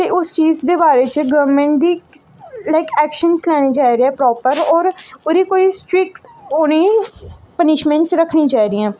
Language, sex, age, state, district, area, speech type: Dogri, female, 18-30, Jammu and Kashmir, Jammu, rural, spontaneous